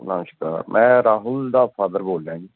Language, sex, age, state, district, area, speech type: Punjabi, male, 45-60, Punjab, Gurdaspur, urban, conversation